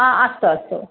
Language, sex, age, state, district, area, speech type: Sanskrit, female, 45-60, Tamil Nadu, Chennai, urban, conversation